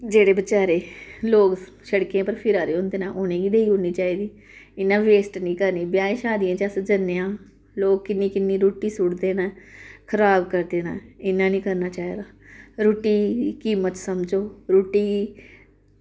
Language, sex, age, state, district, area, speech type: Dogri, female, 30-45, Jammu and Kashmir, Samba, rural, spontaneous